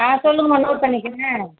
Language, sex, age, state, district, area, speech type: Tamil, female, 45-60, Tamil Nadu, Kallakurichi, rural, conversation